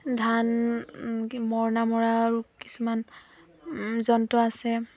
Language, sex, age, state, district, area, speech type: Assamese, female, 18-30, Assam, Dhemaji, urban, spontaneous